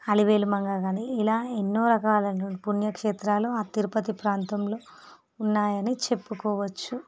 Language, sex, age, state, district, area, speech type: Telugu, female, 30-45, Andhra Pradesh, Visakhapatnam, urban, spontaneous